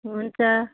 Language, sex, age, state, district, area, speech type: Nepali, female, 45-60, West Bengal, Kalimpong, rural, conversation